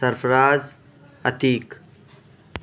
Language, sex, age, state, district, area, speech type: Urdu, male, 18-30, Delhi, East Delhi, urban, spontaneous